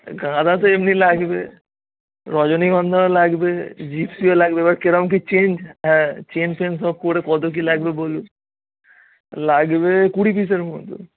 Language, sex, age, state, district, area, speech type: Bengali, male, 18-30, West Bengal, Darjeeling, rural, conversation